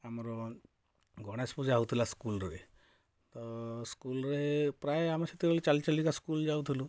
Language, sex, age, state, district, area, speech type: Odia, male, 45-60, Odisha, Kalahandi, rural, spontaneous